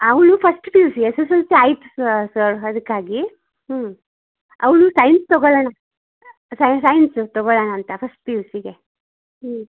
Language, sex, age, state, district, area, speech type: Kannada, male, 18-30, Karnataka, Shimoga, rural, conversation